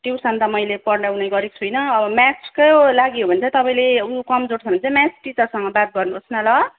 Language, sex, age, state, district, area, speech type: Nepali, female, 30-45, West Bengal, Darjeeling, rural, conversation